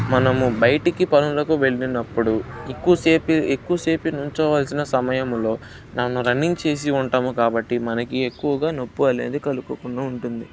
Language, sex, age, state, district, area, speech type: Telugu, male, 18-30, Andhra Pradesh, Bapatla, rural, spontaneous